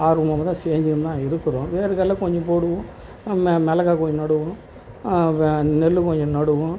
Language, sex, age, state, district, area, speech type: Tamil, male, 60+, Tamil Nadu, Tiruvarur, rural, spontaneous